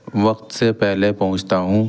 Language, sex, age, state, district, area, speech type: Urdu, male, 30-45, Uttar Pradesh, Muzaffarnagar, rural, spontaneous